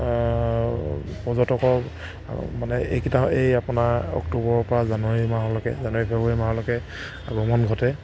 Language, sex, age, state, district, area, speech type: Assamese, male, 30-45, Assam, Charaideo, rural, spontaneous